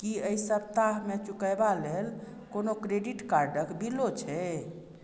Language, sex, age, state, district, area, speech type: Maithili, female, 45-60, Bihar, Madhubani, rural, read